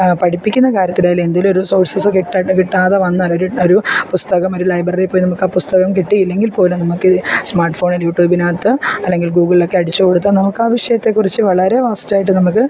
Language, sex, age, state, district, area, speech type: Malayalam, female, 30-45, Kerala, Alappuzha, rural, spontaneous